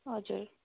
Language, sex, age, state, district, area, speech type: Nepali, female, 18-30, West Bengal, Darjeeling, rural, conversation